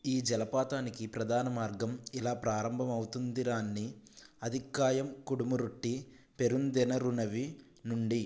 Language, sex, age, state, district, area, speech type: Telugu, male, 18-30, Andhra Pradesh, Konaseema, rural, read